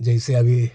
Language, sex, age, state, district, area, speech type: Hindi, male, 60+, Bihar, Muzaffarpur, rural, spontaneous